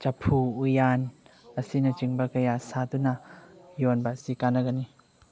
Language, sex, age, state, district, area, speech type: Manipuri, male, 30-45, Manipur, Chandel, rural, spontaneous